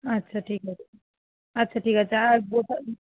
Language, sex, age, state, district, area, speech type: Bengali, female, 60+, West Bengal, Nadia, rural, conversation